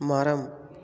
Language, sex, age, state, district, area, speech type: Tamil, male, 18-30, Tamil Nadu, Tiruppur, rural, read